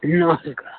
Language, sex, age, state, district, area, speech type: Hindi, male, 60+, Uttar Pradesh, Mau, urban, conversation